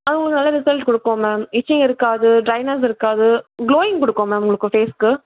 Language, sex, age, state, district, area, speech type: Tamil, female, 18-30, Tamil Nadu, Chengalpattu, urban, conversation